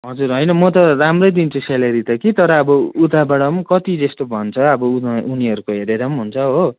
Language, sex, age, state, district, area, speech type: Nepali, male, 30-45, West Bengal, Kalimpong, rural, conversation